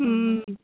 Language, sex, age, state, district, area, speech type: Assamese, female, 60+, Assam, Dibrugarh, rural, conversation